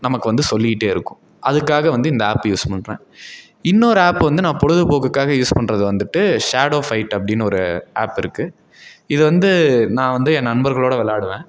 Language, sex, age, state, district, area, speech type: Tamil, male, 18-30, Tamil Nadu, Salem, rural, spontaneous